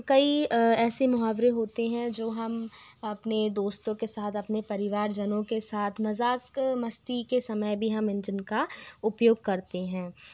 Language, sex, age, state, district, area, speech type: Hindi, female, 30-45, Madhya Pradesh, Bhopal, urban, spontaneous